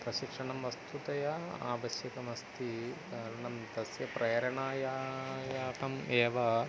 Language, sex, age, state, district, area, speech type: Sanskrit, male, 45-60, Kerala, Thiruvananthapuram, urban, spontaneous